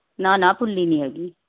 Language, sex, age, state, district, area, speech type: Punjabi, female, 45-60, Punjab, Mohali, urban, conversation